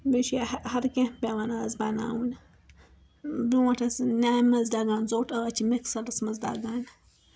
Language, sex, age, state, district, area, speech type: Kashmiri, female, 18-30, Jammu and Kashmir, Srinagar, rural, spontaneous